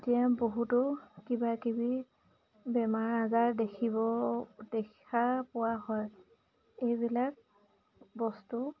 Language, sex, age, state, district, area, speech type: Assamese, female, 30-45, Assam, Majuli, urban, spontaneous